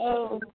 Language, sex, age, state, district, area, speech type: Bodo, female, 30-45, Assam, Kokrajhar, rural, conversation